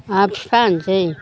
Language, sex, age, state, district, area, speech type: Bodo, female, 60+, Assam, Chirang, rural, spontaneous